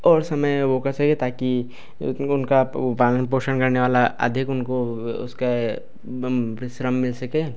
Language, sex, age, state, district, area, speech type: Hindi, male, 30-45, Uttar Pradesh, Lucknow, rural, spontaneous